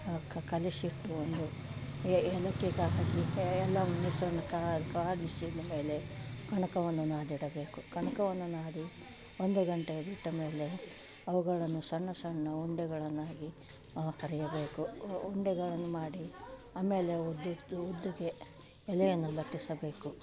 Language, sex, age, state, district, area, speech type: Kannada, female, 60+, Karnataka, Gadag, rural, spontaneous